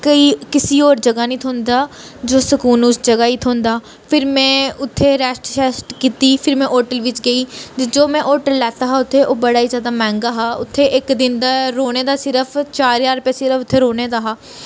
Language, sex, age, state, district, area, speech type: Dogri, female, 18-30, Jammu and Kashmir, Reasi, urban, spontaneous